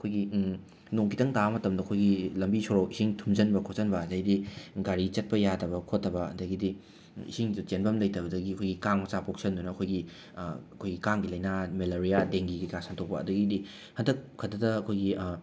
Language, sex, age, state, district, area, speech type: Manipuri, male, 30-45, Manipur, Imphal West, urban, spontaneous